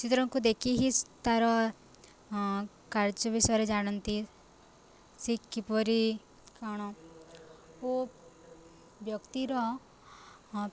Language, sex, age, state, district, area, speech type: Odia, female, 18-30, Odisha, Subarnapur, urban, spontaneous